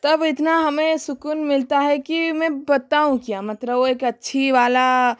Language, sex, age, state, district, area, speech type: Hindi, female, 30-45, Rajasthan, Jodhpur, rural, spontaneous